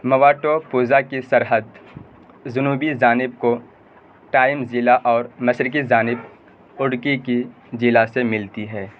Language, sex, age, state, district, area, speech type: Urdu, male, 18-30, Bihar, Purnia, rural, read